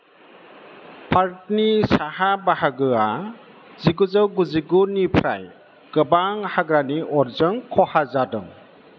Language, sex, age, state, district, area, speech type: Bodo, male, 60+, Assam, Chirang, urban, read